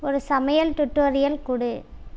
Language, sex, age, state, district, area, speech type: Tamil, female, 18-30, Tamil Nadu, Erode, rural, read